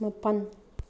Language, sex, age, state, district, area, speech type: Manipuri, female, 18-30, Manipur, Senapati, urban, spontaneous